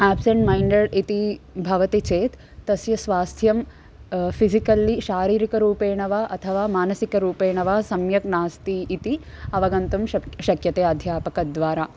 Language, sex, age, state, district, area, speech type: Sanskrit, female, 18-30, Andhra Pradesh, N T Rama Rao, urban, spontaneous